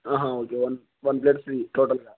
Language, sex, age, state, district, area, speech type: Telugu, male, 18-30, Telangana, Jangaon, rural, conversation